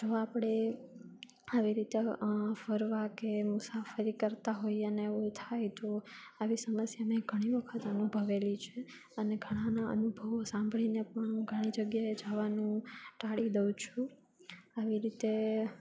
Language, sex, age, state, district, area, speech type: Gujarati, female, 18-30, Gujarat, Junagadh, urban, spontaneous